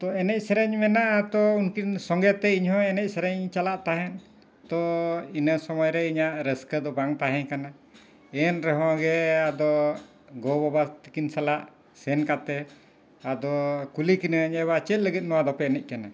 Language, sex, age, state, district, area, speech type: Santali, male, 60+, Jharkhand, Bokaro, rural, spontaneous